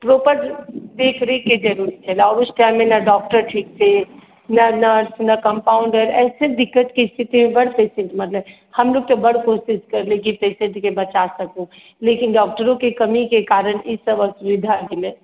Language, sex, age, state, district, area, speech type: Maithili, female, 30-45, Bihar, Madhubani, urban, conversation